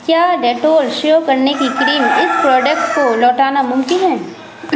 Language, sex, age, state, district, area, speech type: Urdu, female, 30-45, Bihar, Supaul, rural, read